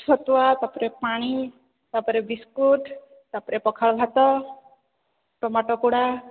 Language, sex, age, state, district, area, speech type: Odia, female, 18-30, Odisha, Sambalpur, rural, conversation